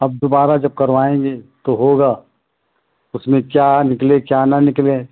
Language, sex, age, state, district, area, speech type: Hindi, male, 60+, Uttar Pradesh, Ayodhya, rural, conversation